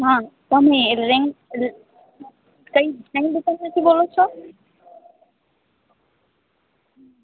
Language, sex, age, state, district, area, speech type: Gujarati, female, 18-30, Gujarat, Valsad, rural, conversation